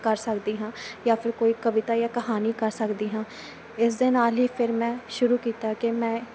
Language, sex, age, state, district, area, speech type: Punjabi, female, 18-30, Punjab, Muktsar, urban, spontaneous